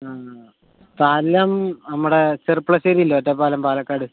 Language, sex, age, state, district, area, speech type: Malayalam, male, 18-30, Kerala, Palakkad, rural, conversation